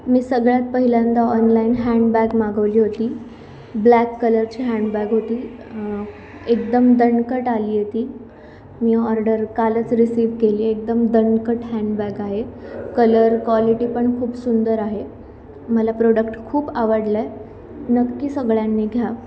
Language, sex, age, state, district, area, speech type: Marathi, female, 18-30, Maharashtra, Nanded, rural, spontaneous